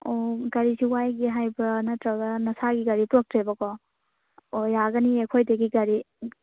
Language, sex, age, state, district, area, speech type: Manipuri, female, 18-30, Manipur, Churachandpur, rural, conversation